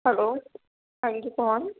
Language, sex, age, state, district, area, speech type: Urdu, female, 18-30, Uttar Pradesh, Gautam Buddha Nagar, rural, conversation